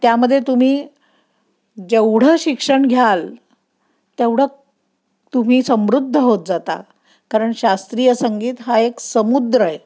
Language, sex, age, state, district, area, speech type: Marathi, female, 60+, Maharashtra, Pune, urban, spontaneous